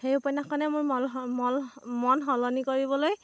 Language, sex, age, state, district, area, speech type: Assamese, female, 18-30, Assam, Dhemaji, rural, spontaneous